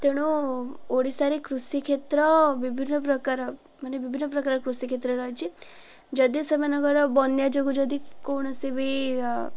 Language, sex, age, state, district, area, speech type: Odia, female, 18-30, Odisha, Ganjam, urban, spontaneous